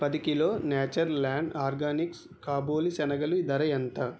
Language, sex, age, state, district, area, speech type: Telugu, male, 18-30, Andhra Pradesh, Kakinada, urban, read